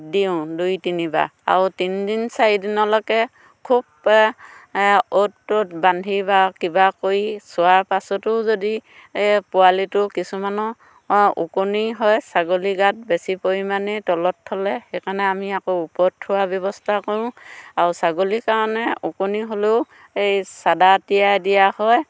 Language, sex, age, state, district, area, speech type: Assamese, female, 45-60, Assam, Dhemaji, rural, spontaneous